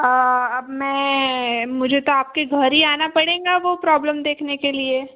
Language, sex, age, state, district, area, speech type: Hindi, female, 18-30, Madhya Pradesh, Betul, urban, conversation